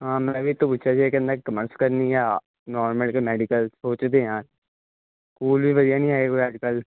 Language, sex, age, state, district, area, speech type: Punjabi, male, 18-30, Punjab, Hoshiarpur, urban, conversation